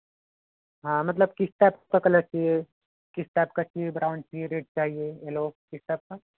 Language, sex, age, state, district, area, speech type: Hindi, male, 30-45, Madhya Pradesh, Balaghat, rural, conversation